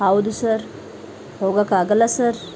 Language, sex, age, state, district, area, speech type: Kannada, female, 30-45, Karnataka, Bidar, urban, spontaneous